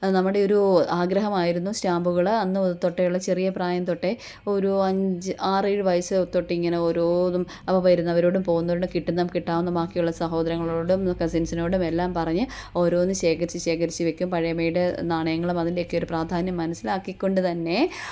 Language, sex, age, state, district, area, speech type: Malayalam, female, 30-45, Kerala, Kottayam, rural, spontaneous